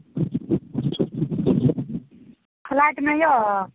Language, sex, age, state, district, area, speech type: Maithili, female, 18-30, Bihar, Madhepura, urban, conversation